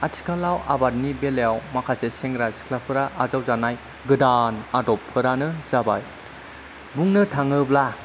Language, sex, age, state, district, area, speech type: Bodo, male, 30-45, Assam, Kokrajhar, rural, spontaneous